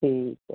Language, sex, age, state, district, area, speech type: Punjabi, female, 45-60, Punjab, Muktsar, urban, conversation